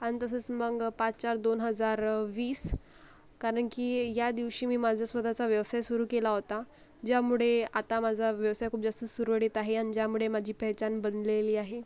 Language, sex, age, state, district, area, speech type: Marathi, female, 45-60, Maharashtra, Akola, rural, spontaneous